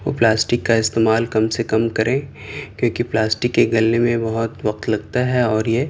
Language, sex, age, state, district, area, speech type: Urdu, male, 30-45, Delhi, South Delhi, urban, spontaneous